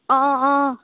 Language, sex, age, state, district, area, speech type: Assamese, female, 18-30, Assam, Sivasagar, rural, conversation